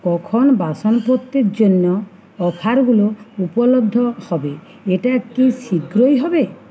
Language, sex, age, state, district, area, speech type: Bengali, female, 45-60, West Bengal, Uttar Dinajpur, urban, read